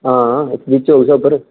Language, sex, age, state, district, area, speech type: Dogri, male, 18-30, Jammu and Kashmir, Reasi, rural, conversation